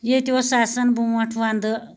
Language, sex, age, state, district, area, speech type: Kashmiri, female, 30-45, Jammu and Kashmir, Anantnag, rural, spontaneous